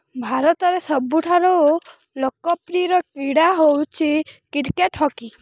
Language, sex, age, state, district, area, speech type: Odia, female, 18-30, Odisha, Rayagada, rural, spontaneous